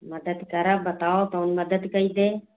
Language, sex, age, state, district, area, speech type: Hindi, female, 60+, Uttar Pradesh, Hardoi, rural, conversation